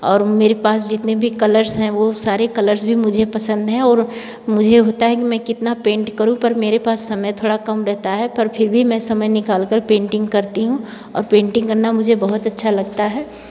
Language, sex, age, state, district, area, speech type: Hindi, female, 45-60, Uttar Pradesh, Varanasi, rural, spontaneous